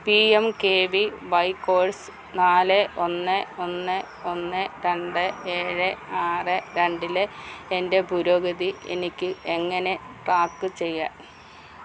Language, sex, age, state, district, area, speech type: Malayalam, female, 60+, Kerala, Alappuzha, rural, read